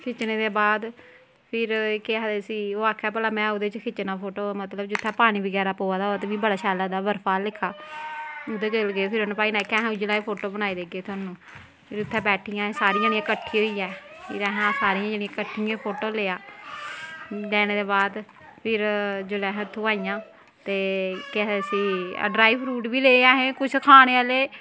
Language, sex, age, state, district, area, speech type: Dogri, female, 30-45, Jammu and Kashmir, Kathua, rural, spontaneous